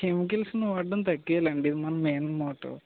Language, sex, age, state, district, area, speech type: Telugu, male, 18-30, Andhra Pradesh, West Godavari, rural, conversation